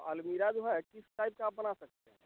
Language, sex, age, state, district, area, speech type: Hindi, male, 30-45, Bihar, Vaishali, rural, conversation